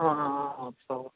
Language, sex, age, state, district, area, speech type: Nepali, male, 30-45, West Bengal, Kalimpong, rural, conversation